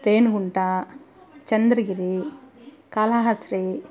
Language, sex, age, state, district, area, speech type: Telugu, female, 30-45, Andhra Pradesh, Kadapa, rural, spontaneous